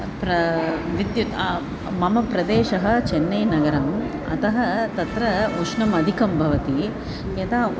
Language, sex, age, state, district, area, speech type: Sanskrit, female, 45-60, Tamil Nadu, Chennai, urban, spontaneous